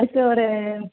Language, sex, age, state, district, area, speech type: Tamil, female, 45-60, Tamil Nadu, Nilgiris, rural, conversation